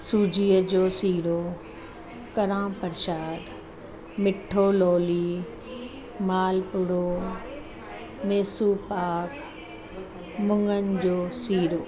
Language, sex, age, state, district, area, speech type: Sindhi, female, 45-60, Uttar Pradesh, Lucknow, urban, spontaneous